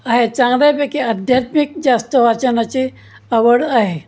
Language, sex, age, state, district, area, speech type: Marathi, male, 60+, Maharashtra, Pune, urban, spontaneous